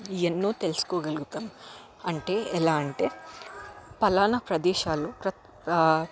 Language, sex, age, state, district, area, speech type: Telugu, female, 18-30, Telangana, Hyderabad, urban, spontaneous